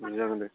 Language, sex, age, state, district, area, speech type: Bodo, male, 45-60, Assam, Udalguri, rural, conversation